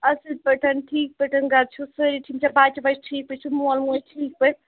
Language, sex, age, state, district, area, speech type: Kashmiri, female, 30-45, Jammu and Kashmir, Ganderbal, rural, conversation